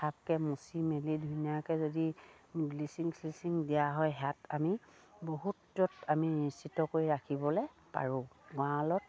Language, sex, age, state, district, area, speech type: Assamese, female, 45-60, Assam, Dibrugarh, rural, spontaneous